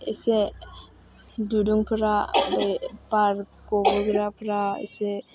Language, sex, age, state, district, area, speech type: Bodo, female, 18-30, Assam, Chirang, rural, spontaneous